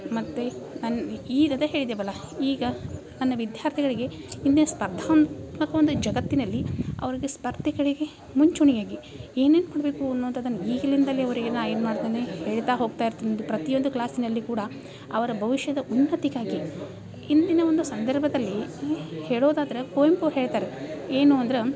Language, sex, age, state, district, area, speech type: Kannada, female, 30-45, Karnataka, Dharwad, rural, spontaneous